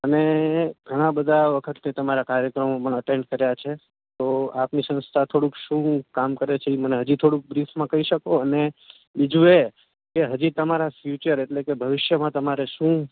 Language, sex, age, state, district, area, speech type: Gujarati, male, 45-60, Gujarat, Morbi, rural, conversation